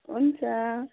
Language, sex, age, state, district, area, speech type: Nepali, female, 45-60, West Bengal, Jalpaiguri, urban, conversation